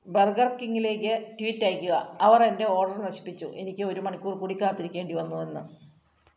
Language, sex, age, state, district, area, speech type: Malayalam, female, 45-60, Kerala, Kottayam, rural, read